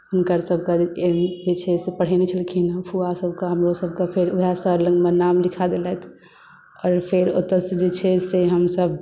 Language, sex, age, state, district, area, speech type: Maithili, female, 18-30, Bihar, Madhubani, rural, spontaneous